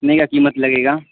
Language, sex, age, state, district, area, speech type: Urdu, male, 18-30, Bihar, Supaul, rural, conversation